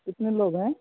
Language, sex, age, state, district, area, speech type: Hindi, male, 18-30, Uttar Pradesh, Prayagraj, urban, conversation